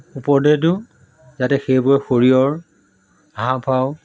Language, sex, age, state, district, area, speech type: Assamese, male, 45-60, Assam, Majuli, rural, spontaneous